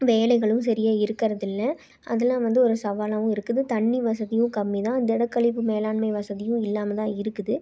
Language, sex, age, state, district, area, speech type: Tamil, female, 18-30, Tamil Nadu, Tiruppur, urban, spontaneous